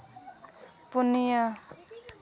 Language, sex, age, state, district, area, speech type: Santali, female, 18-30, Jharkhand, Seraikela Kharsawan, rural, read